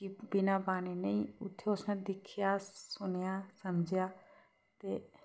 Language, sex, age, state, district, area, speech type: Dogri, female, 30-45, Jammu and Kashmir, Reasi, rural, spontaneous